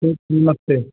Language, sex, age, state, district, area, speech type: Hindi, male, 30-45, Uttar Pradesh, Ayodhya, rural, conversation